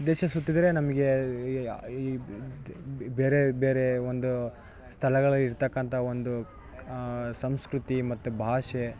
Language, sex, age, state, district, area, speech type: Kannada, male, 18-30, Karnataka, Vijayanagara, rural, spontaneous